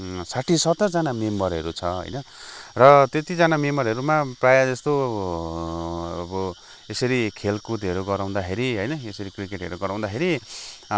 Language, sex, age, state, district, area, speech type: Nepali, male, 45-60, West Bengal, Kalimpong, rural, spontaneous